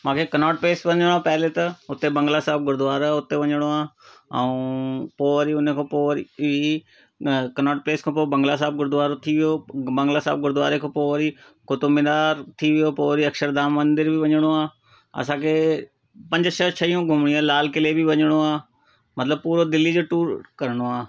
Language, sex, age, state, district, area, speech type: Sindhi, male, 45-60, Delhi, South Delhi, urban, spontaneous